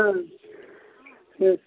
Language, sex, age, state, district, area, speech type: Maithili, female, 60+, Bihar, Darbhanga, urban, conversation